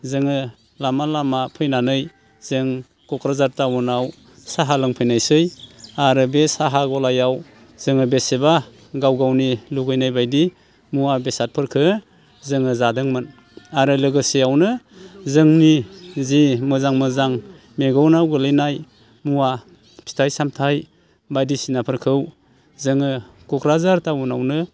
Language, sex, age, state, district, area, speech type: Bodo, male, 60+, Assam, Baksa, urban, spontaneous